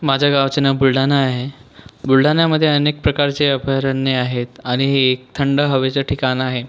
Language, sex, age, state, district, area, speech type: Marathi, male, 18-30, Maharashtra, Buldhana, rural, spontaneous